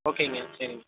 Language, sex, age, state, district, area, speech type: Tamil, male, 18-30, Tamil Nadu, Tirunelveli, rural, conversation